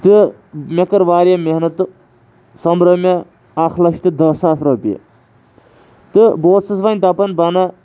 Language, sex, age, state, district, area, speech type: Kashmiri, male, 18-30, Jammu and Kashmir, Kulgam, urban, spontaneous